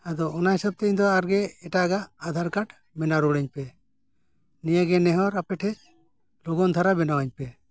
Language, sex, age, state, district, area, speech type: Santali, male, 60+, Jharkhand, Bokaro, rural, spontaneous